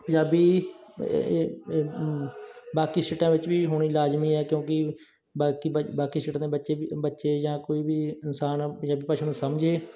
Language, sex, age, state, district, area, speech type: Punjabi, male, 30-45, Punjab, Bathinda, urban, spontaneous